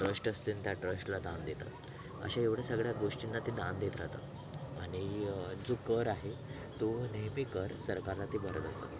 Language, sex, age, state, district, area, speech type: Marathi, male, 18-30, Maharashtra, Thane, rural, spontaneous